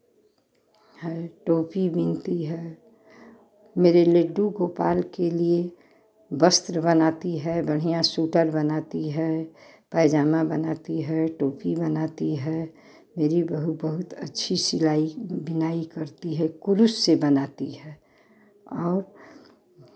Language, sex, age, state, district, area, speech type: Hindi, female, 60+, Uttar Pradesh, Chandauli, urban, spontaneous